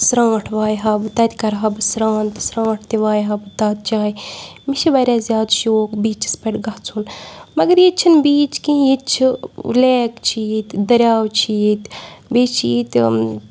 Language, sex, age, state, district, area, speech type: Kashmiri, female, 30-45, Jammu and Kashmir, Bandipora, rural, spontaneous